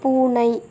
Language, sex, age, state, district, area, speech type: Tamil, female, 18-30, Tamil Nadu, Tiruvallur, urban, read